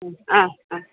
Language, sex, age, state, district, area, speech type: Assamese, female, 45-60, Assam, Tinsukia, urban, conversation